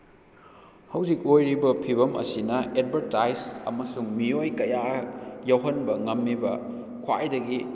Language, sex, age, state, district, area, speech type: Manipuri, male, 18-30, Manipur, Kakching, rural, spontaneous